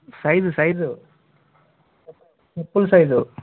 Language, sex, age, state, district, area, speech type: Telugu, male, 18-30, Telangana, Nagarkurnool, urban, conversation